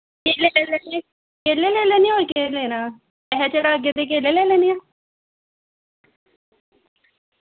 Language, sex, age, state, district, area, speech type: Dogri, female, 18-30, Jammu and Kashmir, Udhampur, rural, conversation